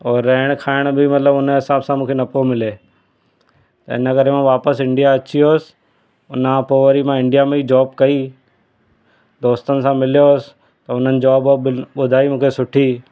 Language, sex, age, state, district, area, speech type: Sindhi, male, 30-45, Gujarat, Surat, urban, spontaneous